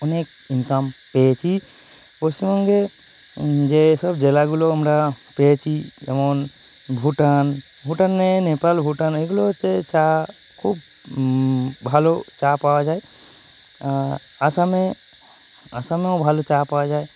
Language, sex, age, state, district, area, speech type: Bengali, male, 30-45, West Bengal, North 24 Parganas, urban, spontaneous